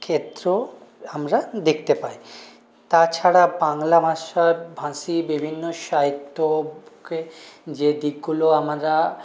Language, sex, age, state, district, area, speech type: Bengali, male, 30-45, West Bengal, Purulia, urban, spontaneous